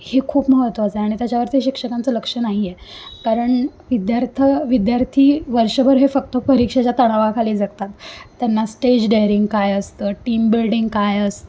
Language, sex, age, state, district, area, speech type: Marathi, female, 18-30, Maharashtra, Sangli, urban, spontaneous